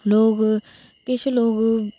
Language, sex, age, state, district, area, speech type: Dogri, female, 30-45, Jammu and Kashmir, Reasi, rural, spontaneous